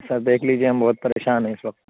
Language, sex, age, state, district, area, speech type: Urdu, male, 60+, Uttar Pradesh, Lucknow, urban, conversation